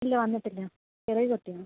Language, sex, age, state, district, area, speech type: Malayalam, female, 18-30, Kerala, Palakkad, urban, conversation